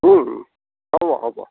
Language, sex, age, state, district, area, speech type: Assamese, male, 60+, Assam, Nagaon, rural, conversation